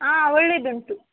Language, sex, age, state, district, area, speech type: Kannada, female, 18-30, Karnataka, Udupi, rural, conversation